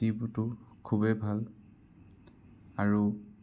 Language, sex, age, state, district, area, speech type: Assamese, male, 18-30, Assam, Sonitpur, rural, spontaneous